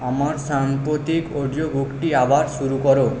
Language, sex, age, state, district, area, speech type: Bengali, male, 45-60, West Bengal, Purba Bardhaman, urban, read